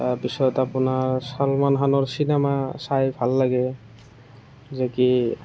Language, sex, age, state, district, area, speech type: Assamese, male, 30-45, Assam, Morigaon, rural, spontaneous